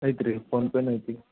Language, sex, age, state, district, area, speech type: Kannada, male, 30-45, Karnataka, Gadag, rural, conversation